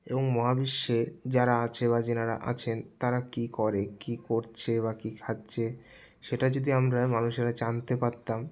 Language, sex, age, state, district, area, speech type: Bengali, male, 18-30, West Bengal, Jalpaiguri, rural, spontaneous